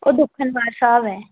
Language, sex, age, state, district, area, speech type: Punjabi, female, 18-30, Punjab, Patiala, urban, conversation